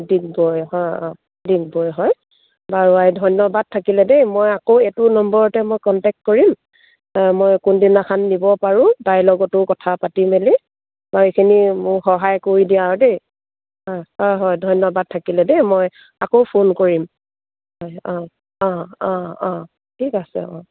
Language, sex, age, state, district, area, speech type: Assamese, female, 45-60, Assam, Dibrugarh, rural, conversation